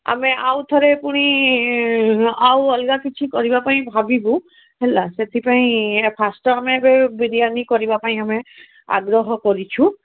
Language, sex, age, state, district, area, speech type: Odia, female, 60+, Odisha, Gajapati, rural, conversation